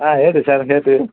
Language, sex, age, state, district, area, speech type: Kannada, male, 45-60, Karnataka, Bellary, rural, conversation